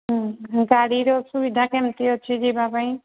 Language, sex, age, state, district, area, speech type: Odia, female, 45-60, Odisha, Angul, rural, conversation